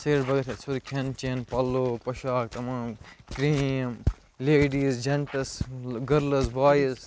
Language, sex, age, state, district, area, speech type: Kashmiri, male, 30-45, Jammu and Kashmir, Bandipora, rural, spontaneous